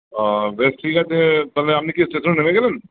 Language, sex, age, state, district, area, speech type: Bengali, male, 30-45, West Bengal, Uttar Dinajpur, urban, conversation